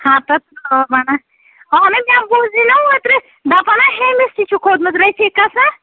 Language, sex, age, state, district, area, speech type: Kashmiri, female, 30-45, Jammu and Kashmir, Ganderbal, rural, conversation